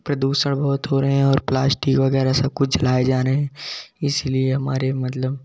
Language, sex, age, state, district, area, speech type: Hindi, male, 18-30, Uttar Pradesh, Jaunpur, urban, spontaneous